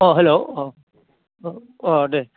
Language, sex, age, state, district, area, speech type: Bodo, male, 30-45, Assam, Baksa, urban, conversation